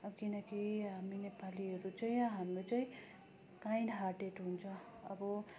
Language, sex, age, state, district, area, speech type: Nepali, female, 18-30, West Bengal, Darjeeling, rural, spontaneous